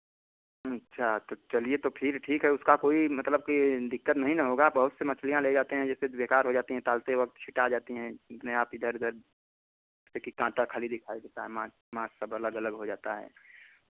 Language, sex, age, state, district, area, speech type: Hindi, male, 30-45, Uttar Pradesh, Chandauli, rural, conversation